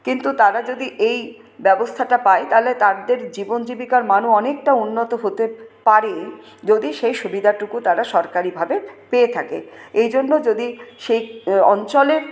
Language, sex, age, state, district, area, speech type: Bengali, female, 45-60, West Bengal, Paschim Bardhaman, urban, spontaneous